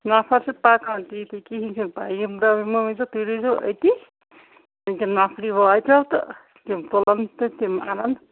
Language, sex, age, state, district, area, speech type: Kashmiri, female, 45-60, Jammu and Kashmir, Srinagar, urban, conversation